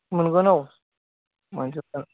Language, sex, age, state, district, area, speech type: Bodo, male, 18-30, Assam, Kokrajhar, rural, conversation